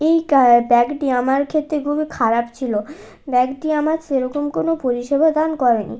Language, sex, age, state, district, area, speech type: Bengali, female, 18-30, West Bengal, Bankura, urban, spontaneous